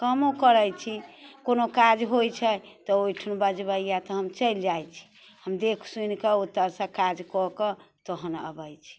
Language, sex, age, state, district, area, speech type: Maithili, female, 60+, Bihar, Muzaffarpur, urban, spontaneous